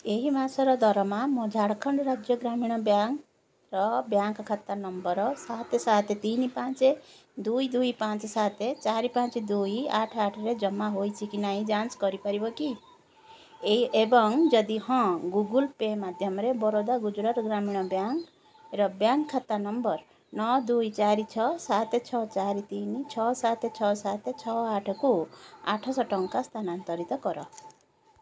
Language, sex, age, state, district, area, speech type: Odia, female, 30-45, Odisha, Kendrapara, urban, read